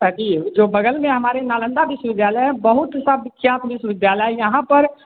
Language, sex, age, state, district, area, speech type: Hindi, male, 18-30, Bihar, Begusarai, rural, conversation